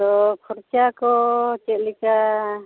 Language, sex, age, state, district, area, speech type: Santali, female, 45-60, West Bengal, Bankura, rural, conversation